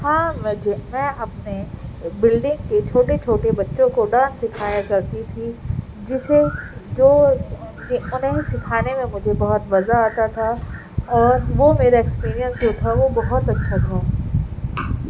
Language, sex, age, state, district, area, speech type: Urdu, female, 18-30, Delhi, Central Delhi, urban, spontaneous